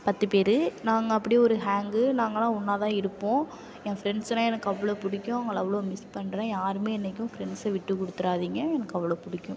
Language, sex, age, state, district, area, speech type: Tamil, female, 18-30, Tamil Nadu, Nagapattinam, rural, spontaneous